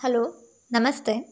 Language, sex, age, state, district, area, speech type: Kannada, female, 18-30, Karnataka, Tumkur, rural, spontaneous